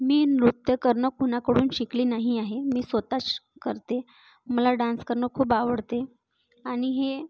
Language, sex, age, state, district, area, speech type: Marathi, female, 30-45, Maharashtra, Nagpur, urban, spontaneous